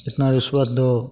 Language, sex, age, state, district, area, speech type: Hindi, male, 45-60, Bihar, Begusarai, urban, spontaneous